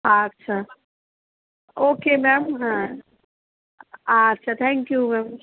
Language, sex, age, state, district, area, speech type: Bengali, female, 45-60, West Bengal, Darjeeling, rural, conversation